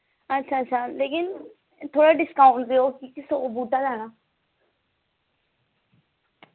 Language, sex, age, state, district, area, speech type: Dogri, female, 30-45, Jammu and Kashmir, Reasi, rural, conversation